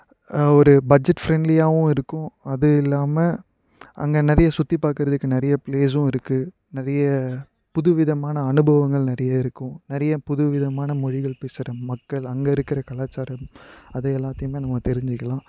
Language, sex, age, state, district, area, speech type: Tamil, male, 18-30, Tamil Nadu, Tiruvannamalai, urban, spontaneous